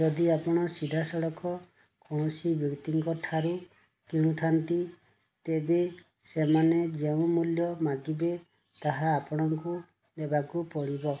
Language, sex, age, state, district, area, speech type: Odia, male, 30-45, Odisha, Kandhamal, rural, read